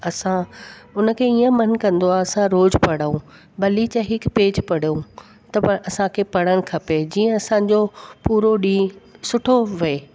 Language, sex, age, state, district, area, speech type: Sindhi, female, 45-60, Delhi, South Delhi, urban, spontaneous